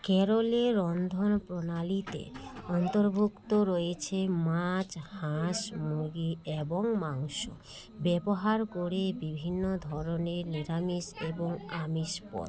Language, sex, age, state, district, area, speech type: Bengali, female, 30-45, West Bengal, Malda, urban, read